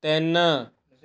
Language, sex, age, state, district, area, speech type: Punjabi, male, 18-30, Punjab, Gurdaspur, urban, read